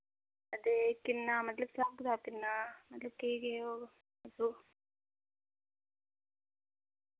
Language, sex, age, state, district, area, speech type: Dogri, female, 18-30, Jammu and Kashmir, Reasi, rural, conversation